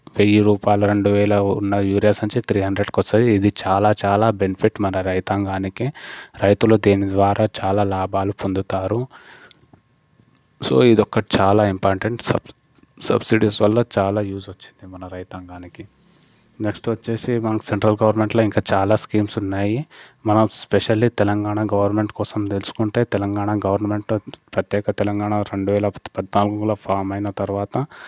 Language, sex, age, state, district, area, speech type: Telugu, male, 18-30, Telangana, Medchal, rural, spontaneous